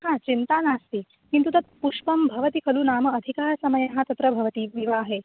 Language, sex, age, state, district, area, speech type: Sanskrit, female, 18-30, Maharashtra, Sindhudurg, rural, conversation